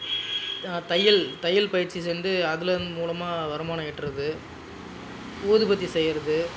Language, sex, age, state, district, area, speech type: Tamil, male, 45-60, Tamil Nadu, Dharmapuri, rural, spontaneous